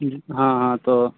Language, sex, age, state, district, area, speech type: Hindi, male, 18-30, Bihar, Begusarai, rural, conversation